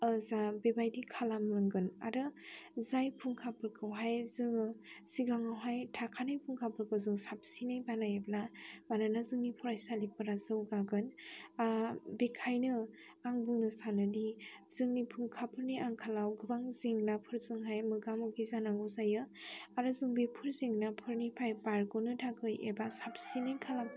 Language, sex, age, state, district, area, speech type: Bodo, female, 18-30, Assam, Chirang, rural, spontaneous